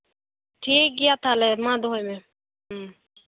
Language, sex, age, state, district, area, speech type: Santali, female, 30-45, West Bengal, Malda, rural, conversation